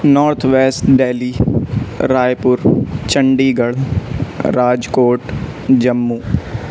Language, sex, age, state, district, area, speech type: Urdu, male, 18-30, Delhi, North West Delhi, urban, spontaneous